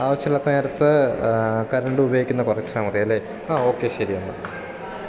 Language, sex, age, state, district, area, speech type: Malayalam, male, 18-30, Kerala, Idukki, rural, spontaneous